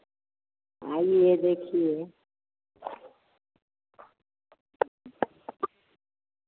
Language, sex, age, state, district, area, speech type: Hindi, female, 60+, Bihar, Vaishali, urban, conversation